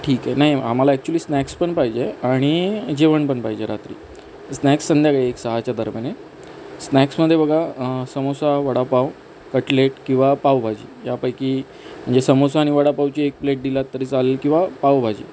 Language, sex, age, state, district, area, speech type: Marathi, male, 30-45, Maharashtra, Sindhudurg, urban, spontaneous